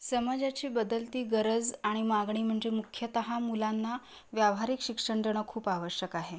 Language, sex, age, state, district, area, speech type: Marathi, female, 45-60, Maharashtra, Kolhapur, urban, spontaneous